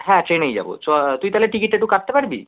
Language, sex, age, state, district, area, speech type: Bengali, male, 18-30, West Bengal, Kolkata, urban, conversation